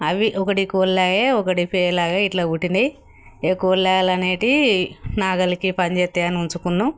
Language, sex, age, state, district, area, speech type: Telugu, female, 60+, Telangana, Jagtial, rural, spontaneous